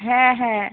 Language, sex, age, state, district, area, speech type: Bengali, female, 18-30, West Bengal, Alipurduar, rural, conversation